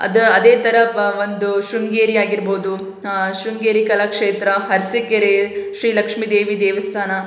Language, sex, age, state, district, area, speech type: Kannada, female, 18-30, Karnataka, Hassan, urban, spontaneous